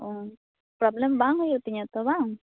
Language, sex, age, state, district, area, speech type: Santali, female, 18-30, West Bengal, Purba Bardhaman, rural, conversation